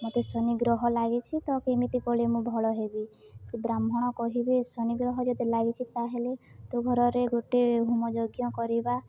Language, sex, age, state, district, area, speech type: Odia, female, 18-30, Odisha, Balangir, urban, spontaneous